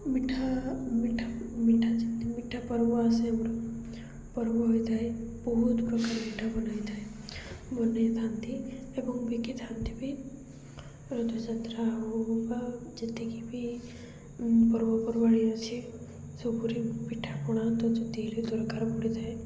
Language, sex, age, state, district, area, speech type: Odia, female, 18-30, Odisha, Koraput, urban, spontaneous